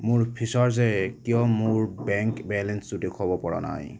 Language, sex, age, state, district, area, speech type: Assamese, female, 30-45, Assam, Kamrup Metropolitan, urban, read